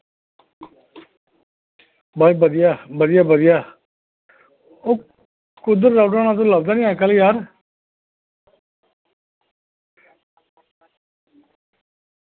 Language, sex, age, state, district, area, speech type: Dogri, male, 45-60, Jammu and Kashmir, Samba, rural, conversation